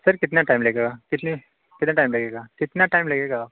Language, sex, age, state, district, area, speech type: Hindi, male, 30-45, Uttar Pradesh, Bhadohi, rural, conversation